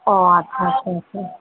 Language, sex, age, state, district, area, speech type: Bengali, female, 30-45, West Bengal, Howrah, urban, conversation